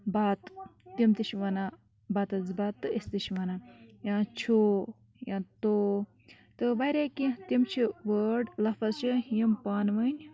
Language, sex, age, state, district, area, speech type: Kashmiri, female, 18-30, Jammu and Kashmir, Bandipora, rural, spontaneous